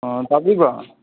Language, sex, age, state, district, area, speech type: Manipuri, male, 30-45, Manipur, Kangpokpi, urban, conversation